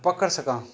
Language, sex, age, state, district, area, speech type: Punjabi, male, 45-60, Punjab, Jalandhar, urban, spontaneous